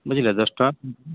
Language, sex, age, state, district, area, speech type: Odia, male, 45-60, Odisha, Malkangiri, urban, conversation